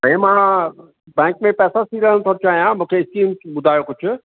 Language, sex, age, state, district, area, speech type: Sindhi, male, 60+, Maharashtra, Thane, urban, conversation